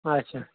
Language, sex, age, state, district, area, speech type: Kashmiri, male, 30-45, Jammu and Kashmir, Srinagar, urban, conversation